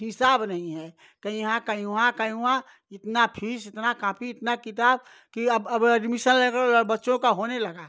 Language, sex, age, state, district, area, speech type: Hindi, female, 60+, Uttar Pradesh, Ghazipur, rural, spontaneous